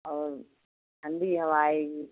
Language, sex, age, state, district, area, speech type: Hindi, female, 60+, Uttar Pradesh, Ayodhya, rural, conversation